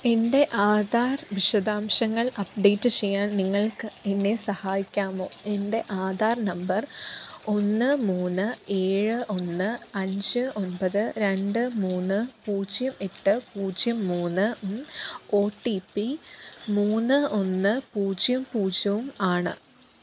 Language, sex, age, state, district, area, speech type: Malayalam, female, 18-30, Kerala, Pathanamthitta, rural, read